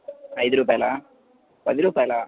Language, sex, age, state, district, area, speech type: Telugu, male, 30-45, Andhra Pradesh, N T Rama Rao, urban, conversation